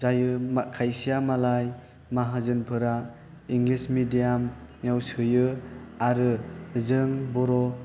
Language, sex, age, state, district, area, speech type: Bodo, male, 18-30, Assam, Chirang, rural, spontaneous